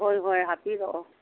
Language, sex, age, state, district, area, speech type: Manipuri, female, 60+, Manipur, Kangpokpi, urban, conversation